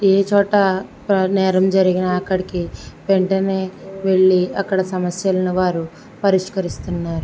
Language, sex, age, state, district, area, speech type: Telugu, female, 18-30, Andhra Pradesh, Konaseema, rural, spontaneous